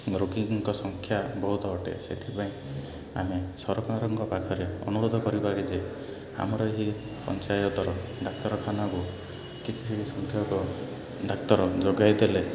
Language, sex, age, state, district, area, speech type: Odia, male, 18-30, Odisha, Ganjam, urban, spontaneous